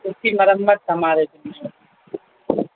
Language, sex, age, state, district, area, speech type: Urdu, male, 18-30, Uttar Pradesh, Azamgarh, rural, conversation